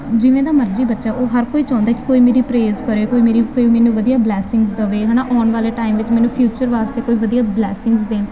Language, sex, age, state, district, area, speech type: Punjabi, female, 18-30, Punjab, Faridkot, urban, spontaneous